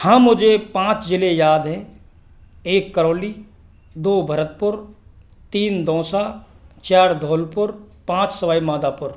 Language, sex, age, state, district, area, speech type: Hindi, male, 60+, Rajasthan, Karauli, rural, spontaneous